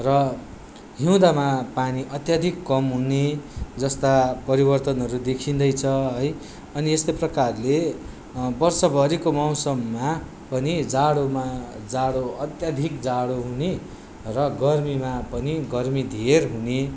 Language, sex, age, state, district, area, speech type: Nepali, male, 18-30, West Bengal, Darjeeling, rural, spontaneous